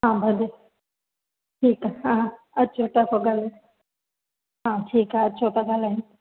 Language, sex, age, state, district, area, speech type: Sindhi, female, 30-45, Gujarat, Kutch, rural, conversation